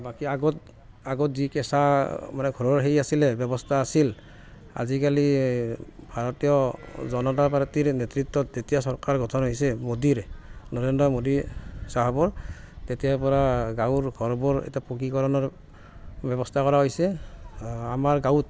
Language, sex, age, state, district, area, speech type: Assamese, male, 45-60, Assam, Barpeta, rural, spontaneous